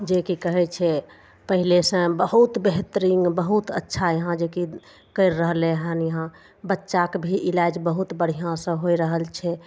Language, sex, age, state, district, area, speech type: Maithili, female, 45-60, Bihar, Begusarai, urban, spontaneous